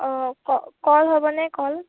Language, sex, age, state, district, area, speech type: Assamese, female, 18-30, Assam, Kamrup Metropolitan, urban, conversation